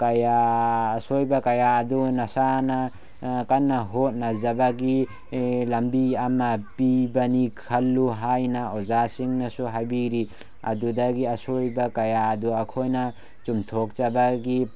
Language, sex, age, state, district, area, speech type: Manipuri, male, 18-30, Manipur, Tengnoupal, rural, spontaneous